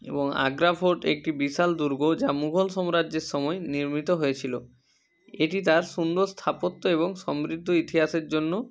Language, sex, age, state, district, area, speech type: Bengali, male, 45-60, West Bengal, Nadia, rural, spontaneous